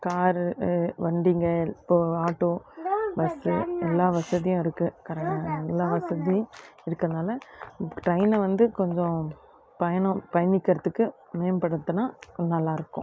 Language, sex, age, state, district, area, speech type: Tamil, female, 30-45, Tamil Nadu, Krishnagiri, rural, spontaneous